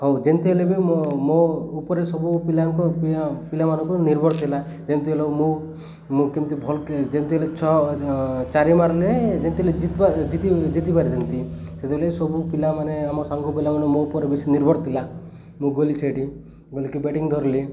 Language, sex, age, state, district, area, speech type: Odia, male, 30-45, Odisha, Malkangiri, urban, spontaneous